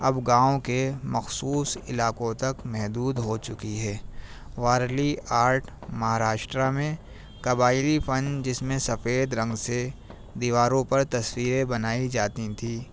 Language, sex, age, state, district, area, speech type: Urdu, male, 30-45, Delhi, New Delhi, urban, spontaneous